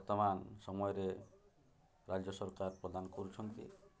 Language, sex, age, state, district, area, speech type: Odia, male, 45-60, Odisha, Mayurbhanj, rural, spontaneous